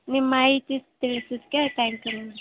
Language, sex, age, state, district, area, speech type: Kannada, female, 18-30, Karnataka, Koppal, rural, conversation